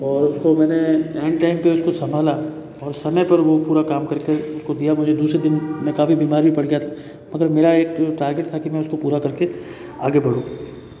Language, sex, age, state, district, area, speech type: Hindi, male, 30-45, Rajasthan, Jodhpur, urban, spontaneous